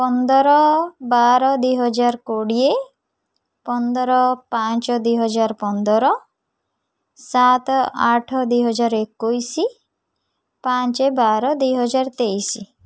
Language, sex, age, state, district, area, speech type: Odia, female, 30-45, Odisha, Kendrapara, urban, spontaneous